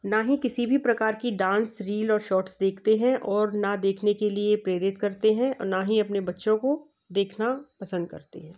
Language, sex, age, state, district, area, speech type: Hindi, female, 45-60, Madhya Pradesh, Gwalior, urban, spontaneous